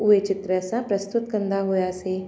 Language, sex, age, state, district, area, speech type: Sindhi, female, 30-45, Uttar Pradesh, Lucknow, urban, spontaneous